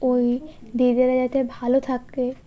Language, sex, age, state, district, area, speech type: Bengali, female, 18-30, West Bengal, Birbhum, urban, spontaneous